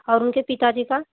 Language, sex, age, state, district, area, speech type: Hindi, female, 45-60, Uttar Pradesh, Mau, rural, conversation